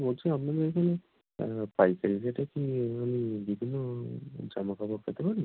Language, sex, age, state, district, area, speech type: Bengali, male, 18-30, West Bengal, North 24 Parganas, rural, conversation